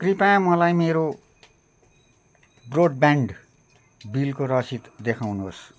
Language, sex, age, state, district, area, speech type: Nepali, male, 60+, West Bengal, Darjeeling, rural, read